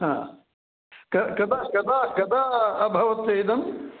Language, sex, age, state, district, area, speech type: Sanskrit, male, 60+, Karnataka, Dakshina Kannada, urban, conversation